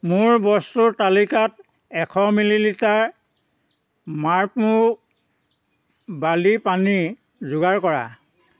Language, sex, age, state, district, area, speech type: Assamese, male, 60+, Assam, Dhemaji, rural, read